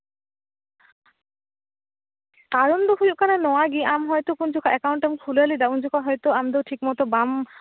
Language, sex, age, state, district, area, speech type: Santali, female, 18-30, West Bengal, Malda, rural, conversation